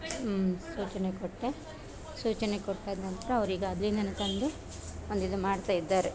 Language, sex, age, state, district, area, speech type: Kannada, female, 30-45, Karnataka, Dakshina Kannada, rural, spontaneous